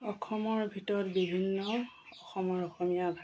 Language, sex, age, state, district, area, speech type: Assamese, female, 45-60, Assam, Golaghat, rural, spontaneous